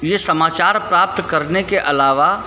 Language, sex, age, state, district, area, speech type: Hindi, male, 30-45, Uttar Pradesh, Hardoi, rural, spontaneous